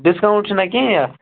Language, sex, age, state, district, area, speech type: Kashmiri, male, 30-45, Jammu and Kashmir, Baramulla, rural, conversation